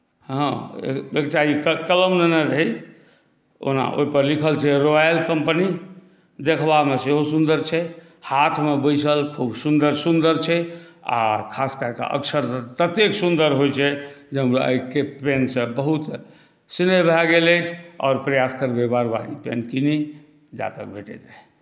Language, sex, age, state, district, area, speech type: Maithili, male, 60+, Bihar, Saharsa, urban, spontaneous